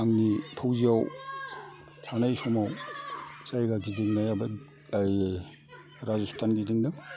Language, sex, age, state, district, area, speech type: Bodo, male, 45-60, Assam, Kokrajhar, rural, spontaneous